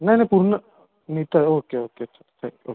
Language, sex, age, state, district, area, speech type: Marathi, male, 30-45, Maharashtra, Amravati, urban, conversation